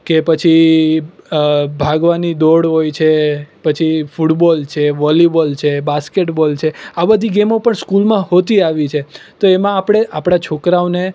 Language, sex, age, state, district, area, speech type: Gujarati, male, 18-30, Gujarat, Surat, urban, spontaneous